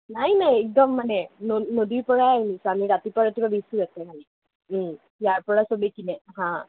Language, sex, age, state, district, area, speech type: Assamese, female, 18-30, Assam, Kamrup Metropolitan, urban, conversation